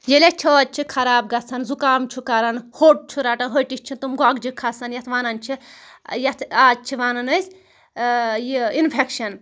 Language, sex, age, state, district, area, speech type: Kashmiri, female, 30-45, Jammu and Kashmir, Anantnag, rural, spontaneous